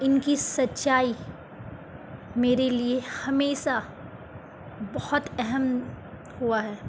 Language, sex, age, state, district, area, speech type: Urdu, female, 18-30, Bihar, Gaya, urban, spontaneous